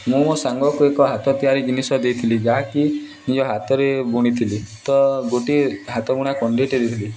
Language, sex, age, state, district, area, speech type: Odia, male, 18-30, Odisha, Nuapada, urban, spontaneous